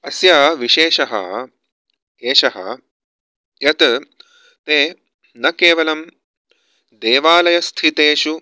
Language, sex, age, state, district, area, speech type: Sanskrit, male, 30-45, Karnataka, Bangalore Urban, urban, spontaneous